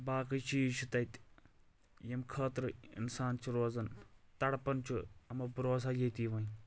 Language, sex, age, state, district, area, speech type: Kashmiri, male, 18-30, Jammu and Kashmir, Kulgam, rural, spontaneous